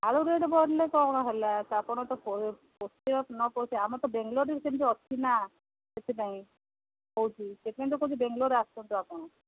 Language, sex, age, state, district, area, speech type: Odia, female, 45-60, Odisha, Sundergarh, rural, conversation